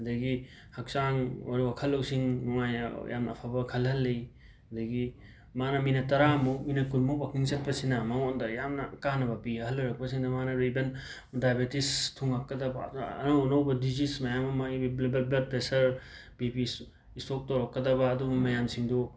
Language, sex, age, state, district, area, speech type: Manipuri, male, 18-30, Manipur, Imphal West, rural, spontaneous